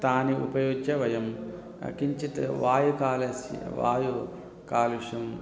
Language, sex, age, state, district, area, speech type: Sanskrit, male, 30-45, Telangana, Hyderabad, urban, spontaneous